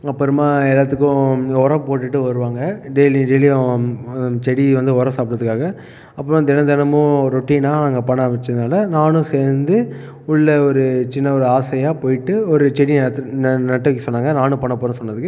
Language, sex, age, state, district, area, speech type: Tamil, male, 18-30, Tamil Nadu, Viluppuram, urban, spontaneous